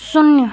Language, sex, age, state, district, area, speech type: Hindi, female, 45-60, Bihar, Madhepura, rural, read